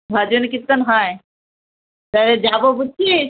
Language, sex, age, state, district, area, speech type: Bengali, female, 18-30, West Bengal, Alipurduar, rural, conversation